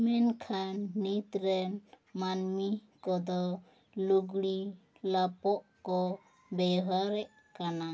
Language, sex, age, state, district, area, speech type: Santali, female, 18-30, West Bengal, Bankura, rural, spontaneous